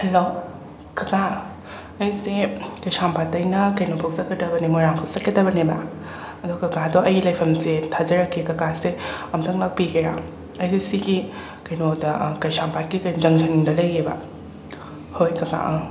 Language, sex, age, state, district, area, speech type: Manipuri, female, 45-60, Manipur, Imphal West, rural, spontaneous